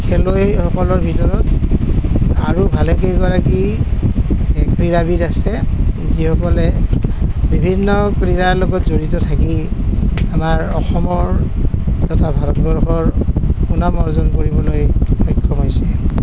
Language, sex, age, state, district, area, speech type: Assamese, male, 60+, Assam, Nalbari, rural, spontaneous